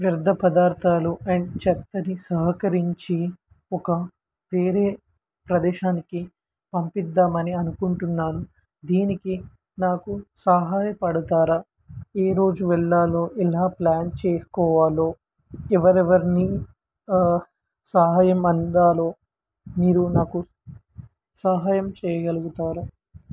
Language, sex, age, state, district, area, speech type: Telugu, male, 18-30, Telangana, Warangal, rural, spontaneous